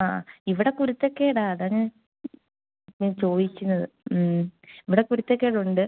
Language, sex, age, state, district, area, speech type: Malayalam, female, 18-30, Kerala, Kollam, rural, conversation